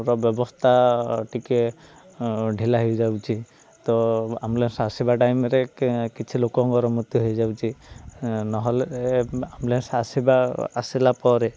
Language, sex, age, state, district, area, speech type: Odia, male, 18-30, Odisha, Ganjam, urban, spontaneous